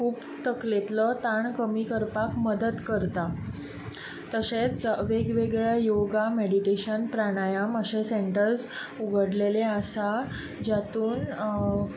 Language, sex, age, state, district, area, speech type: Goan Konkani, female, 30-45, Goa, Tiswadi, rural, spontaneous